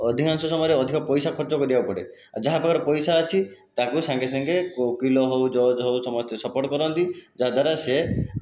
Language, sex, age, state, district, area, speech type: Odia, male, 45-60, Odisha, Jajpur, rural, spontaneous